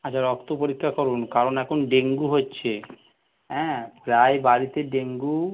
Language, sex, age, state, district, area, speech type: Bengali, male, 45-60, West Bengal, North 24 Parganas, urban, conversation